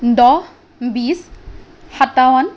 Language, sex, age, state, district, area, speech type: Assamese, female, 18-30, Assam, Kamrup Metropolitan, urban, spontaneous